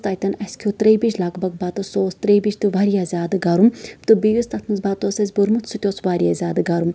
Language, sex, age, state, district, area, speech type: Kashmiri, female, 30-45, Jammu and Kashmir, Shopian, rural, spontaneous